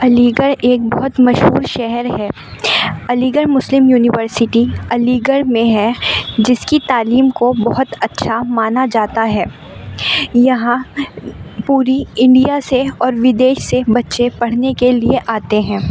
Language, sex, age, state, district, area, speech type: Urdu, female, 30-45, Uttar Pradesh, Aligarh, urban, spontaneous